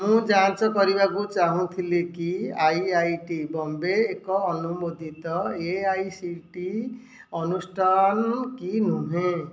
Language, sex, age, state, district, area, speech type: Odia, male, 45-60, Odisha, Jajpur, rural, read